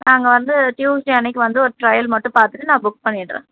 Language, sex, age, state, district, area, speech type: Tamil, female, 30-45, Tamil Nadu, Tiruvallur, urban, conversation